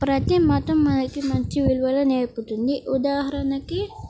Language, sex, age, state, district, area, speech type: Telugu, female, 18-30, Telangana, Komaram Bheem, urban, spontaneous